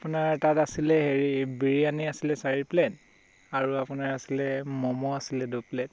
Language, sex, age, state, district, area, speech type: Assamese, male, 18-30, Assam, Tinsukia, urban, spontaneous